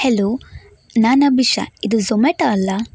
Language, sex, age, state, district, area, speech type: Kannada, female, 18-30, Karnataka, Udupi, rural, spontaneous